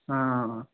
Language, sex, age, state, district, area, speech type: Hindi, male, 18-30, Uttar Pradesh, Bhadohi, urban, conversation